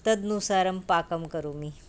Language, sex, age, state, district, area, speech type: Sanskrit, female, 45-60, Maharashtra, Nagpur, urban, spontaneous